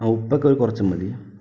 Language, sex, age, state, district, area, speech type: Malayalam, male, 18-30, Kerala, Palakkad, rural, spontaneous